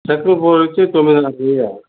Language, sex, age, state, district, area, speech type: Telugu, male, 60+, Andhra Pradesh, Nellore, rural, conversation